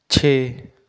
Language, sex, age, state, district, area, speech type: Punjabi, male, 18-30, Punjab, Patiala, rural, read